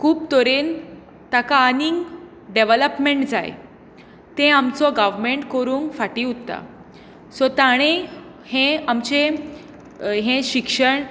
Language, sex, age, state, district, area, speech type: Goan Konkani, female, 18-30, Goa, Tiswadi, rural, spontaneous